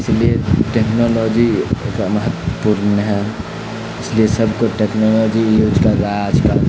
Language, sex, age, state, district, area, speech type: Urdu, male, 18-30, Bihar, Khagaria, rural, spontaneous